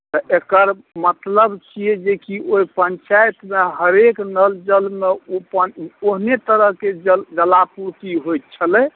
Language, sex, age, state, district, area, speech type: Maithili, male, 45-60, Bihar, Saharsa, rural, conversation